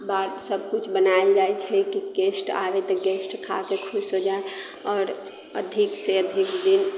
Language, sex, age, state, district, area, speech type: Maithili, female, 45-60, Bihar, Sitamarhi, rural, spontaneous